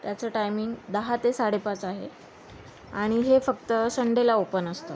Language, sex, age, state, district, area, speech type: Marathi, female, 30-45, Maharashtra, Thane, urban, spontaneous